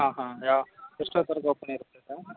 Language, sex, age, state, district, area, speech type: Kannada, male, 30-45, Karnataka, Chamarajanagar, rural, conversation